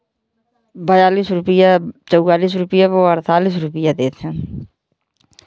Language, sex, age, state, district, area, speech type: Hindi, female, 30-45, Uttar Pradesh, Jaunpur, rural, spontaneous